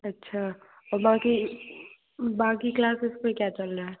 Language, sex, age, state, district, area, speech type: Hindi, other, 45-60, Madhya Pradesh, Bhopal, urban, conversation